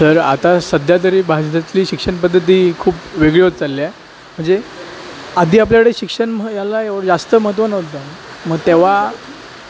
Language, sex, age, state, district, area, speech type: Marathi, male, 18-30, Maharashtra, Sindhudurg, rural, spontaneous